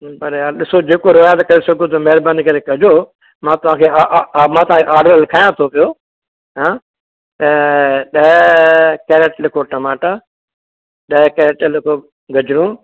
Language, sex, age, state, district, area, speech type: Sindhi, male, 60+, Maharashtra, Mumbai City, urban, conversation